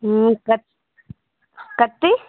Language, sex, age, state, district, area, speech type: Hindi, female, 45-60, Uttar Pradesh, Lucknow, rural, conversation